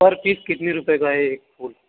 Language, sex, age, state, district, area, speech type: Hindi, male, 18-30, Uttar Pradesh, Bhadohi, rural, conversation